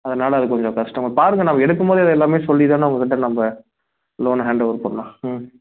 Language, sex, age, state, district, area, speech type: Tamil, male, 30-45, Tamil Nadu, Salem, urban, conversation